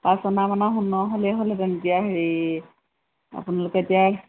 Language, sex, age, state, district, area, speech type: Assamese, female, 30-45, Assam, Lakhimpur, rural, conversation